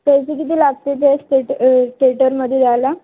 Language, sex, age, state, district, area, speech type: Marathi, female, 18-30, Maharashtra, Wardha, rural, conversation